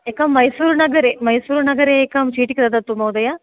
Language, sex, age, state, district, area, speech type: Sanskrit, female, 30-45, Karnataka, Dakshina Kannada, urban, conversation